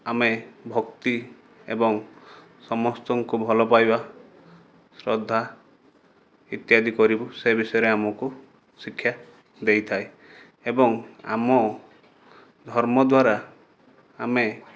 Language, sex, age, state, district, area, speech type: Odia, male, 45-60, Odisha, Balasore, rural, spontaneous